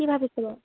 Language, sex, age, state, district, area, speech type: Assamese, female, 18-30, Assam, Dhemaji, urban, conversation